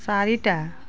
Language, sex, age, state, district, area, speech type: Assamese, female, 45-60, Assam, Biswanath, rural, read